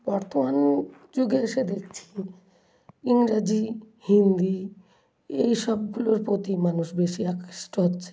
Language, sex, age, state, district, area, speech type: Bengali, female, 60+, West Bengal, South 24 Parganas, rural, spontaneous